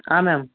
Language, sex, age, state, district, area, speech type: Kannada, male, 18-30, Karnataka, Davanagere, rural, conversation